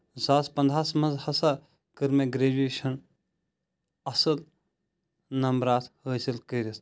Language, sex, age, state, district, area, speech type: Kashmiri, male, 30-45, Jammu and Kashmir, Kulgam, rural, spontaneous